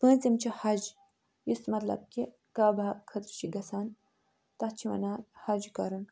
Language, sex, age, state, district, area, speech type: Kashmiri, female, 60+, Jammu and Kashmir, Ganderbal, urban, spontaneous